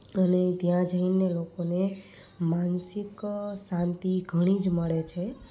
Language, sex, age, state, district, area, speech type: Gujarati, female, 30-45, Gujarat, Rajkot, urban, spontaneous